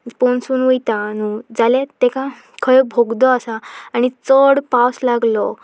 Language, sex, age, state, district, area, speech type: Goan Konkani, female, 18-30, Goa, Pernem, rural, spontaneous